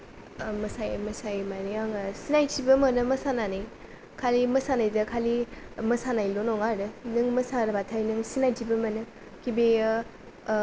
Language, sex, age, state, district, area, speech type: Bodo, female, 18-30, Assam, Kokrajhar, rural, spontaneous